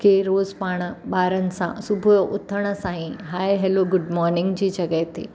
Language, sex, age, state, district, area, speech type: Sindhi, female, 45-60, Maharashtra, Mumbai Suburban, urban, spontaneous